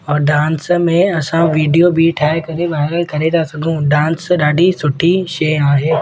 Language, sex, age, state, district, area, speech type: Sindhi, male, 18-30, Madhya Pradesh, Katni, rural, spontaneous